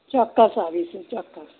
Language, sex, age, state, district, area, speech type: Gujarati, female, 60+, Gujarat, Kheda, rural, conversation